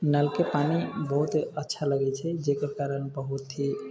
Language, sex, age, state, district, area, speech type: Maithili, male, 18-30, Bihar, Sitamarhi, urban, spontaneous